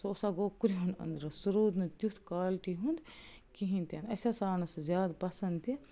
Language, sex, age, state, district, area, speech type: Kashmiri, female, 18-30, Jammu and Kashmir, Baramulla, rural, spontaneous